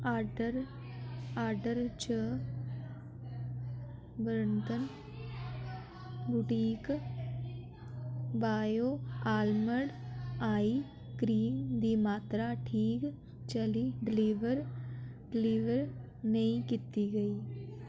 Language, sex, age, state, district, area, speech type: Dogri, female, 30-45, Jammu and Kashmir, Udhampur, rural, read